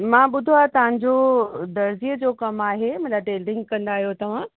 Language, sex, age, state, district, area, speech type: Sindhi, female, 30-45, Uttar Pradesh, Lucknow, urban, conversation